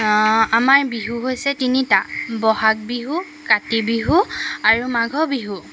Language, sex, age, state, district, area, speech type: Assamese, female, 30-45, Assam, Jorhat, urban, spontaneous